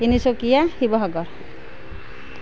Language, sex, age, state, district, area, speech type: Assamese, female, 30-45, Assam, Nalbari, rural, spontaneous